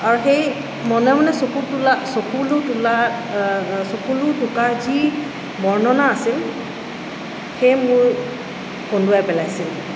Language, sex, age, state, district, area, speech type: Assamese, female, 45-60, Assam, Tinsukia, rural, spontaneous